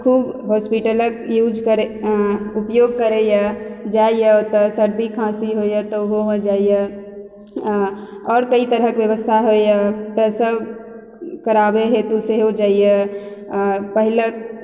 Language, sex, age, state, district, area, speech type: Maithili, female, 18-30, Bihar, Supaul, rural, spontaneous